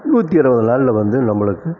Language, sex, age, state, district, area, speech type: Tamil, male, 60+, Tamil Nadu, Erode, urban, spontaneous